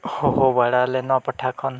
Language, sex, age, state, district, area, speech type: Santali, male, 45-60, Odisha, Mayurbhanj, rural, spontaneous